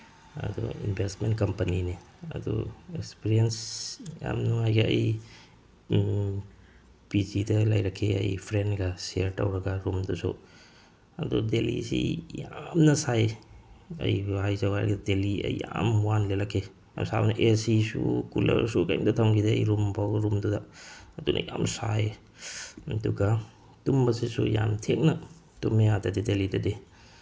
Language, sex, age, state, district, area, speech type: Manipuri, male, 45-60, Manipur, Tengnoupal, rural, spontaneous